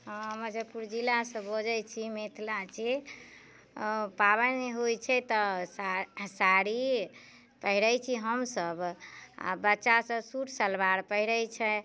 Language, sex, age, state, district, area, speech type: Maithili, female, 45-60, Bihar, Muzaffarpur, urban, spontaneous